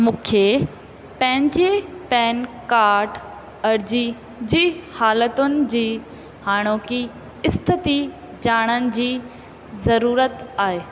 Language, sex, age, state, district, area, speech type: Sindhi, female, 18-30, Rajasthan, Ajmer, urban, read